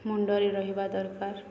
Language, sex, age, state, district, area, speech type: Odia, female, 18-30, Odisha, Balangir, urban, spontaneous